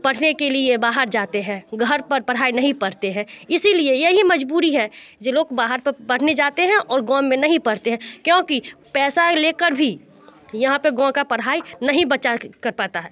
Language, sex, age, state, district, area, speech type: Hindi, female, 30-45, Bihar, Muzaffarpur, rural, spontaneous